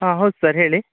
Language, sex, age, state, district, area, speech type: Kannada, male, 18-30, Karnataka, Uttara Kannada, rural, conversation